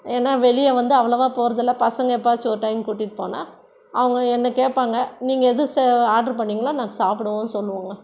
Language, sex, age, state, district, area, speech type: Tamil, female, 60+, Tamil Nadu, Krishnagiri, rural, spontaneous